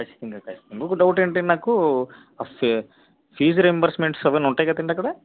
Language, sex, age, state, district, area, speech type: Telugu, male, 45-60, Andhra Pradesh, East Godavari, rural, conversation